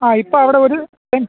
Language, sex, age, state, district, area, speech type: Malayalam, male, 30-45, Kerala, Alappuzha, rural, conversation